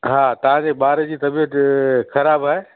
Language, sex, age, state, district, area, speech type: Sindhi, male, 45-60, Gujarat, Kutch, rural, conversation